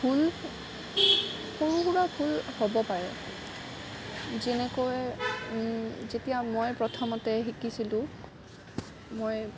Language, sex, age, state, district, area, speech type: Assamese, female, 18-30, Assam, Kamrup Metropolitan, urban, spontaneous